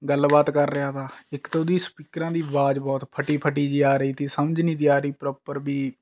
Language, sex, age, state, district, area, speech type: Punjabi, male, 18-30, Punjab, Rupnagar, rural, spontaneous